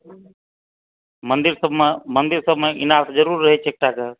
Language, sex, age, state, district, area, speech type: Maithili, female, 30-45, Bihar, Supaul, rural, conversation